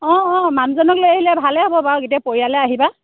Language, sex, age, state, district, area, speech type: Assamese, female, 30-45, Assam, Dhemaji, rural, conversation